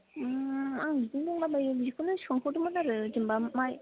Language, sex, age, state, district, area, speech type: Bodo, female, 18-30, Assam, Kokrajhar, urban, conversation